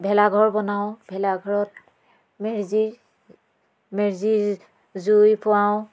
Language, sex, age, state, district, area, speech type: Assamese, female, 30-45, Assam, Biswanath, rural, spontaneous